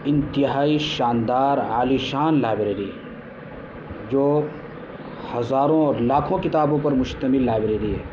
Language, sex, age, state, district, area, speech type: Urdu, male, 18-30, Bihar, Purnia, rural, spontaneous